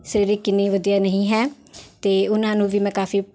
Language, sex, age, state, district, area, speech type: Punjabi, female, 18-30, Punjab, Patiala, urban, spontaneous